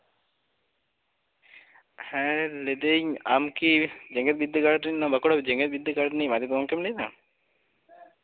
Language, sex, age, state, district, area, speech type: Santali, male, 18-30, West Bengal, Bankura, rural, conversation